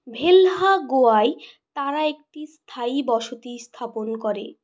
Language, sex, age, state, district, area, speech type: Bengali, female, 60+, West Bengal, Purulia, urban, read